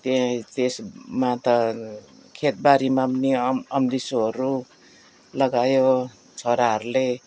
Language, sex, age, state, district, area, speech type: Nepali, female, 60+, West Bengal, Darjeeling, rural, spontaneous